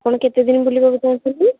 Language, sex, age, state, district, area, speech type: Odia, female, 18-30, Odisha, Puri, urban, conversation